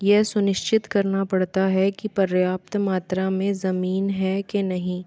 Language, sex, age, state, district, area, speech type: Hindi, female, 45-60, Rajasthan, Jaipur, urban, spontaneous